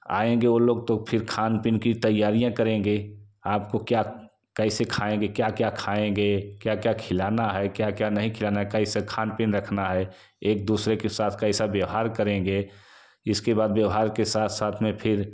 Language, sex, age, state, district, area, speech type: Hindi, male, 45-60, Uttar Pradesh, Jaunpur, rural, spontaneous